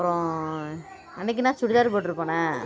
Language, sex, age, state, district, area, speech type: Tamil, female, 18-30, Tamil Nadu, Thanjavur, rural, spontaneous